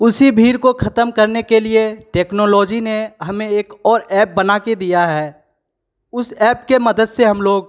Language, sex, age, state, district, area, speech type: Hindi, male, 18-30, Bihar, Begusarai, rural, spontaneous